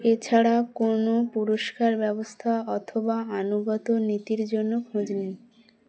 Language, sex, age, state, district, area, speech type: Bengali, female, 18-30, West Bengal, Dakshin Dinajpur, urban, read